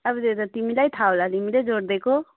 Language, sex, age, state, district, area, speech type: Nepali, female, 18-30, West Bengal, Kalimpong, rural, conversation